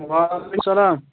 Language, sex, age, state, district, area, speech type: Kashmiri, male, 18-30, Jammu and Kashmir, Anantnag, rural, conversation